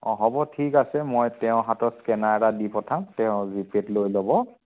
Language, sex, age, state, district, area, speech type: Assamese, male, 30-45, Assam, Dibrugarh, rural, conversation